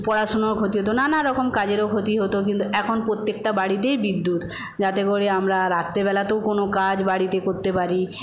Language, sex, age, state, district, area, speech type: Bengali, female, 45-60, West Bengal, Paschim Medinipur, rural, spontaneous